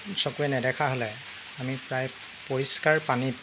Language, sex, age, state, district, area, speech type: Assamese, male, 30-45, Assam, Jorhat, urban, spontaneous